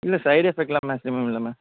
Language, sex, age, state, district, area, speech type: Tamil, male, 18-30, Tamil Nadu, Tiruvarur, urban, conversation